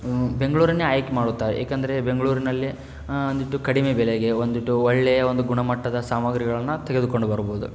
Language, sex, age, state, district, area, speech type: Kannada, male, 18-30, Karnataka, Tumkur, rural, spontaneous